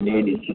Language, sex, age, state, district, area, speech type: Malayalam, male, 18-30, Kerala, Idukki, urban, conversation